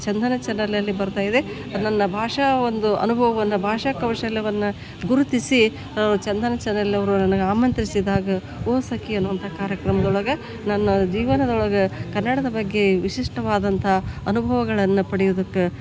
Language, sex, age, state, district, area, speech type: Kannada, female, 60+, Karnataka, Gadag, rural, spontaneous